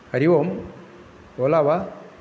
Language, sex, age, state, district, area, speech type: Sanskrit, male, 45-60, Kerala, Kasaragod, urban, spontaneous